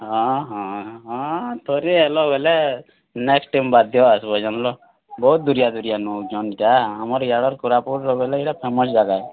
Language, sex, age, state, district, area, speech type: Odia, male, 18-30, Odisha, Bargarh, urban, conversation